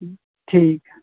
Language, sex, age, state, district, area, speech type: Maithili, male, 18-30, Bihar, Muzaffarpur, rural, conversation